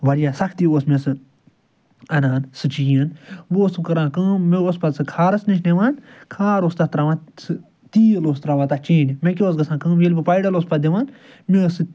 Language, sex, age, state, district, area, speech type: Kashmiri, male, 45-60, Jammu and Kashmir, Srinagar, rural, spontaneous